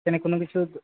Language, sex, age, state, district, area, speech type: Bengali, male, 18-30, West Bengal, Nadia, rural, conversation